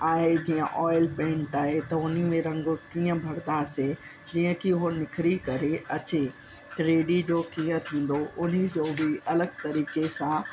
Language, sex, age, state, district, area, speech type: Sindhi, female, 45-60, Uttar Pradesh, Lucknow, rural, spontaneous